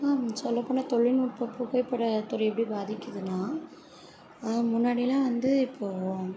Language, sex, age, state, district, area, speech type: Tamil, female, 30-45, Tamil Nadu, Chennai, urban, spontaneous